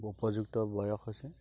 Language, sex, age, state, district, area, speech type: Assamese, male, 18-30, Assam, Dibrugarh, rural, spontaneous